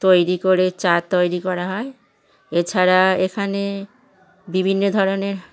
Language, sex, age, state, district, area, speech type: Bengali, female, 60+, West Bengal, Darjeeling, rural, spontaneous